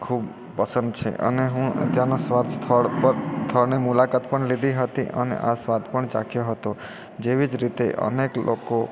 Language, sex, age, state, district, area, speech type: Gujarati, male, 30-45, Gujarat, Surat, urban, spontaneous